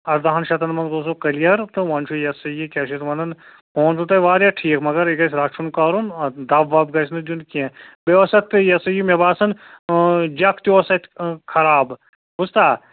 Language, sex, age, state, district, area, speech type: Kashmiri, male, 30-45, Jammu and Kashmir, Anantnag, rural, conversation